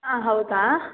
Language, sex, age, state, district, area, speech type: Kannada, female, 18-30, Karnataka, Hassan, rural, conversation